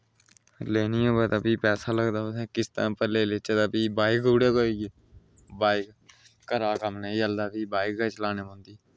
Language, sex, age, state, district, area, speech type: Dogri, male, 30-45, Jammu and Kashmir, Udhampur, rural, spontaneous